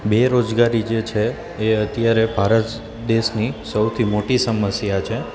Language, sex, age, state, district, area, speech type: Gujarati, male, 30-45, Gujarat, Junagadh, urban, spontaneous